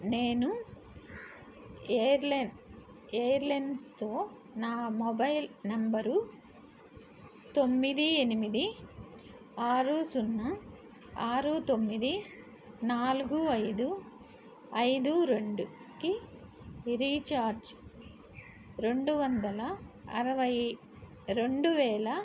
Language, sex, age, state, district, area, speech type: Telugu, female, 60+, Andhra Pradesh, N T Rama Rao, urban, read